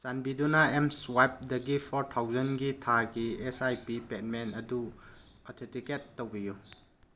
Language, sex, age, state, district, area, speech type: Manipuri, male, 30-45, Manipur, Tengnoupal, rural, read